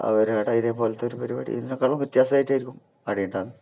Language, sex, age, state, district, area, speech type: Malayalam, male, 60+, Kerala, Kasaragod, rural, spontaneous